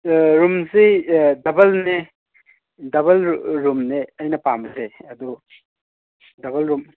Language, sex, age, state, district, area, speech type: Manipuri, male, 30-45, Manipur, Imphal East, rural, conversation